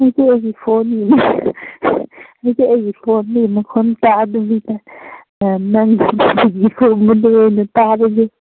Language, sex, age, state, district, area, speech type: Manipuri, female, 18-30, Manipur, Kangpokpi, urban, conversation